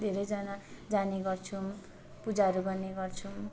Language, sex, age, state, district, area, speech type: Nepali, female, 18-30, West Bengal, Darjeeling, rural, spontaneous